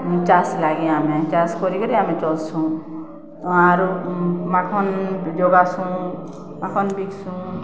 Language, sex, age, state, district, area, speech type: Odia, female, 60+, Odisha, Balangir, urban, spontaneous